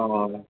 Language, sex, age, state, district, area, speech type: Assamese, male, 30-45, Assam, Dhemaji, rural, conversation